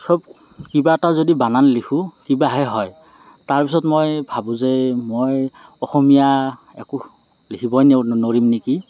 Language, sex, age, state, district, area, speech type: Assamese, male, 30-45, Assam, Morigaon, urban, spontaneous